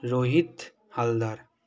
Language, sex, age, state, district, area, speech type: Bengali, male, 18-30, West Bengal, South 24 Parganas, rural, spontaneous